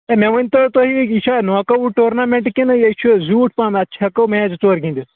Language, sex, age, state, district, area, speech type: Kashmiri, male, 18-30, Jammu and Kashmir, Kulgam, rural, conversation